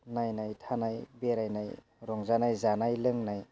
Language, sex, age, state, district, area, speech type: Bodo, male, 18-30, Assam, Udalguri, rural, spontaneous